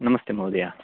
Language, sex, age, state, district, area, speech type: Sanskrit, male, 18-30, Karnataka, Chikkamagaluru, rural, conversation